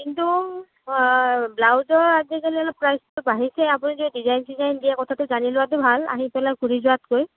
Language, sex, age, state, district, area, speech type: Assamese, female, 30-45, Assam, Kamrup Metropolitan, urban, conversation